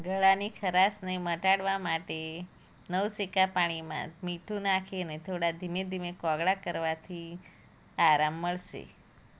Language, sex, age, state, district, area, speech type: Gujarati, female, 30-45, Gujarat, Kheda, rural, spontaneous